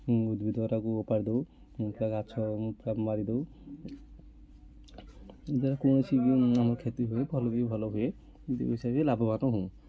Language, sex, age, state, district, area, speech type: Odia, male, 30-45, Odisha, Kendujhar, urban, spontaneous